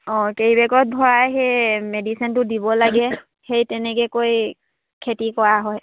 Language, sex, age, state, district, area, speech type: Assamese, female, 30-45, Assam, Dibrugarh, rural, conversation